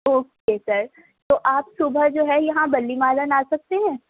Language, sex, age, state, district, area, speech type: Urdu, female, 18-30, Delhi, Central Delhi, urban, conversation